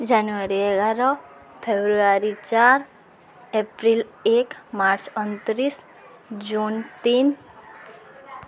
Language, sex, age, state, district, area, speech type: Odia, female, 18-30, Odisha, Subarnapur, urban, spontaneous